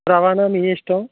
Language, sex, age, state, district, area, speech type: Telugu, male, 18-30, Andhra Pradesh, West Godavari, rural, conversation